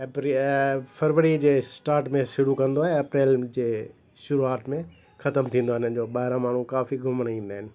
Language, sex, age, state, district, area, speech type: Sindhi, male, 60+, Delhi, South Delhi, urban, spontaneous